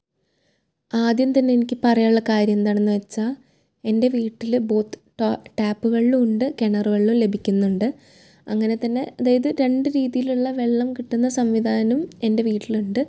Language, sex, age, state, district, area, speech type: Malayalam, female, 18-30, Kerala, Thrissur, urban, spontaneous